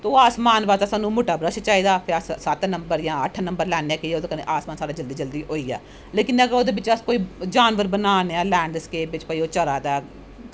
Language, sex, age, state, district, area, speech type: Dogri, female, 30-45, Jammu and Kashmir, Jammu, urban, spontaneous